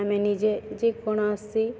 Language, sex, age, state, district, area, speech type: Odia, female, 18-30, Odisha, Balangir, urban, spontaneous